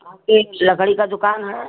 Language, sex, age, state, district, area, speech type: Hindi, female, 60+, Uttar Pradesh, Chandauli, rural, conversation